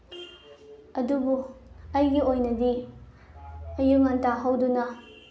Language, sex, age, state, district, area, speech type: Manipuri, female, 18-30, Manipur, Bishnupur, rural, spontaneous